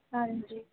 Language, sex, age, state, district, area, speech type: Punjabi, female, 18-30, Punjab, Barnala, rural, conversation